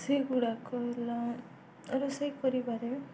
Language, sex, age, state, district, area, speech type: Odia, female, 18-30, Odisha, Sundergarh, urban, spontaneous